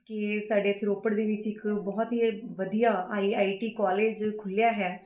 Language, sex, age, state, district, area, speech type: Punjabi, female, 30-45, Punjab, Rupnagar, urban, spontaneous